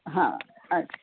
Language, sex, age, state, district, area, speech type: Marathi, female, 45-60, Maharashtra, Kolhapur, urban, conversation